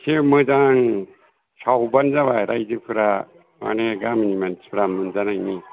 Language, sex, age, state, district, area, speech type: Bodo, male, 60+, Assam, Kokrajhar, rural, conversation